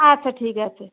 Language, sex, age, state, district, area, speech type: Bengali, female, 30-45, West Bengal, Howrah, urban, conversation